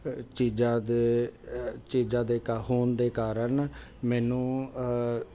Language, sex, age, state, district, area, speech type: Punjabi, male, 30-45, Punjab, Jalandhar, urban, spontaneous